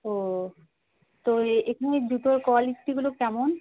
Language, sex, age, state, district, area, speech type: Bengali, female, 18-30, West Bengal, Dakshin Dinajpur, urban, conversation